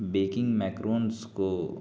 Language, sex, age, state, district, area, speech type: Urdu, male, 30-45, Delhi, South Delhi, rural, spontaneous